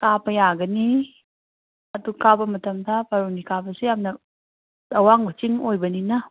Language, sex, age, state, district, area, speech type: Manipuri, female, 30-45, Manipur, Imphal East, rural, conversation